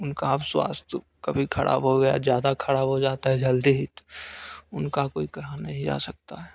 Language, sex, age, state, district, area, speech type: Hindi, male, 18-30, Bihar, Begusarai, urban, spontaneous